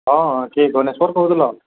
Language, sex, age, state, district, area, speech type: Odia, male, 45-60, Odisha, Nuapada, urban, conversation